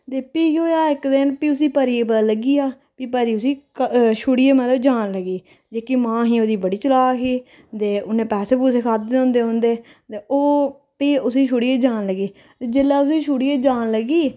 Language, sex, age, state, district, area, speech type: Dogri, female, 18-30, Jammu and Kashmir, Reasi, rural, spontaneous